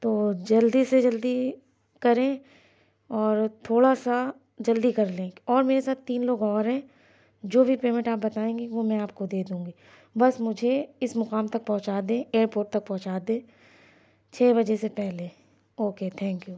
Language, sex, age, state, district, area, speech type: Urdu, female, 18-30, Uttar Pradesh, Lucknow, urban, spontaneous